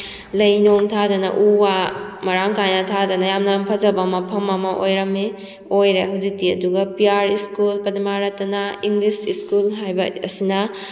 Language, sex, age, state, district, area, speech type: Manipuri, female, 18-30, Manipur, Kakching, rural, spontaneous